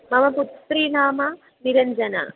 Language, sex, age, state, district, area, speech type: Sanskrit, female, 18-30, Kerala, Kozhikode, rural, conversation